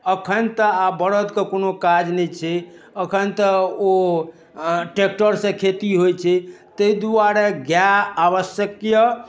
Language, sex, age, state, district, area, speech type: Maithili, male, 60+, Bihar, Darbhanga, rural, spontaneous